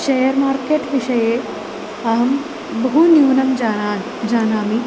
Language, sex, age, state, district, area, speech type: Sanskrit, female, 18-30, Kerala, Palakkad, urban, spontaneous